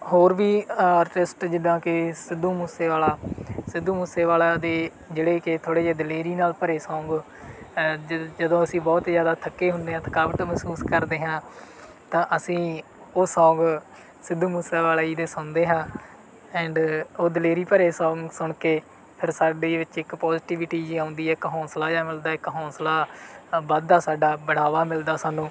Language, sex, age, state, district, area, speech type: Punjabi, male, 18-30, Punjab, Bathinda, rural, spontaneous